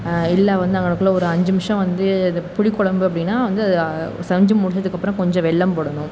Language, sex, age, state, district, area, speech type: Tamil, female, 18-30, Tamil Nadu, Pudukkottai, urban, spontaneous